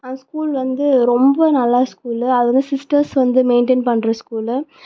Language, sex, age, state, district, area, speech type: Tamil, female, 18-30, Tamil Nadu, Tiruvannamalai, rural, spontaneous